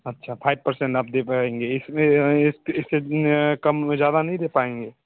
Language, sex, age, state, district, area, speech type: Hindi, male, 30-45, Bihar, Darbhanga, rural, conversation